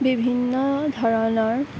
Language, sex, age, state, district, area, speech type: Assamese, female, 18-30, Assam, Kamrup Metropolitan, urban, spontaneous